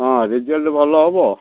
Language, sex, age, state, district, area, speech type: Odia, male, 60+, Odisha, Gajapati, rural, conversation